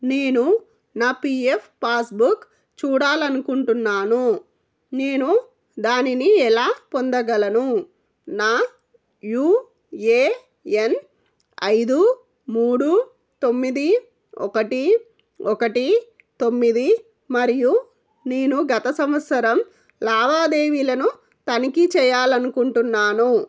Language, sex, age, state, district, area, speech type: Telugu, female, 45-60, Telangana, Jangaon, rural, read